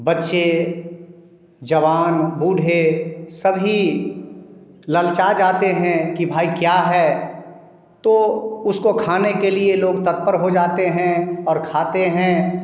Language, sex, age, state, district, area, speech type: Hindi, male, 45-60, Bihar, Samastipur, urban, spontaneous